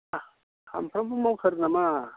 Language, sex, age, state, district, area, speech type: Bodo, male, 45-60, Assam, Udalguri, rural, conversation